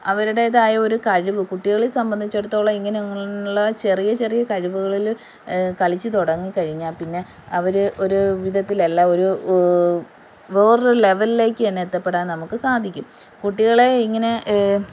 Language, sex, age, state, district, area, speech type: Malayalam, female, 30-45, Kerala, Kollam, rural, spontaneous